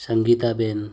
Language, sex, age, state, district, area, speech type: Gujarati, male, 30-45, Gujarat, Ahmedabad, urban, spontaneous